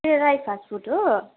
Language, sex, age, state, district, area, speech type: Nepali, female, 30-45, West Bengal, Jalpaiguri, rural, conversation